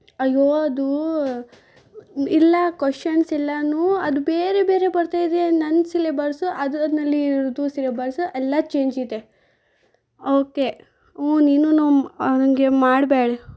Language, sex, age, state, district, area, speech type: Kannada, female, 18-30, Karnataka, Bangalore Rural, urban, spontaneous